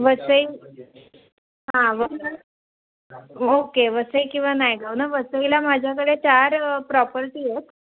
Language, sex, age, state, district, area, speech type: Marathi, female, 30-45, Maharashtra, Palghar, urban, conversation